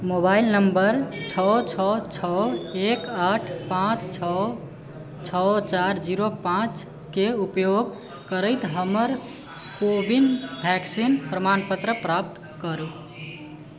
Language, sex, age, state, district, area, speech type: Maithili, male, 18-30, Bihar, Sitamarhi, urban, read